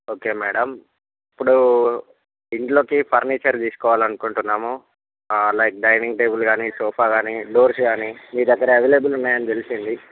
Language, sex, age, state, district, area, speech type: Telugu, male, 45-60, Andhra Pradesh, Visakhapatnam, urban, conversation